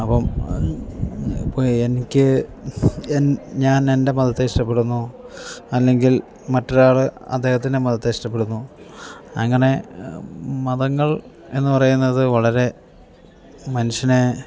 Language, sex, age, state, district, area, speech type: Malayalam, male, 45-60, Kerala, Idukki, rural, spontaneous